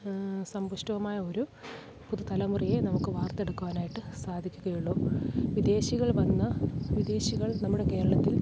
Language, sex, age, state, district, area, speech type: Malayalam, female, 30-45, Kerala, Kollam, rural, spontaneous